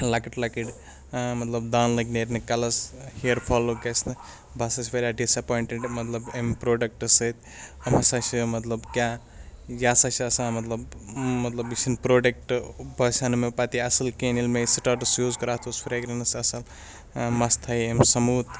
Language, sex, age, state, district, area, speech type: Kashmiri, male, 18-30, Jammu and Kashmir, Baramulla, urban, spontaneous